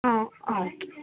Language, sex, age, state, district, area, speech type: Tamil, female, 18-30, Tamil Nadu, Nagapattinam, rural, conversation